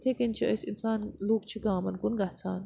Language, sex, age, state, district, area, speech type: Kashmiri, female, 60+, Jammu and Kashmir, Srinagar, urban, spontaneous